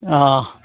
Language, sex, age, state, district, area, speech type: Bodo, male, 60+, Assam, Udalguri, rural, conversation